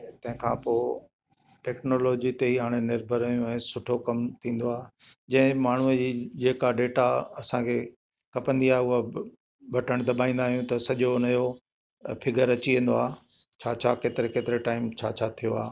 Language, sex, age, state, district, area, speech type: Sindhi, male, 60+, Gujarat, Kutch, rural, spontaneous